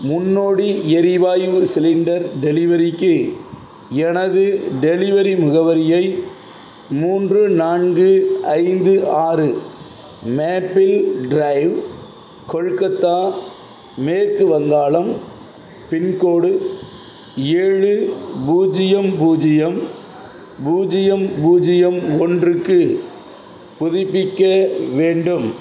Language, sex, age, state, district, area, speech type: Tamil, male, 45-60, Tamil Nadu, Madurai, urban, read